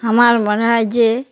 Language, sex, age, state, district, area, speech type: Bengali, female, 60+, West Bengal, Darjeeling, rural, spontaneous